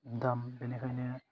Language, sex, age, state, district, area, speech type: Bodo, male, 18-30, Assam, Udalguri, rural, spontaneous